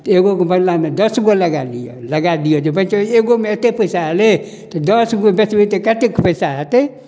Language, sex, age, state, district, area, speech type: Maithili, male, 60+, Bihar, Darbhanga, rural, spontaneous